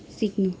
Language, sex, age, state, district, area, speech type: Nepali, female, 18-30, West Bengal, Kalimpong, rural, read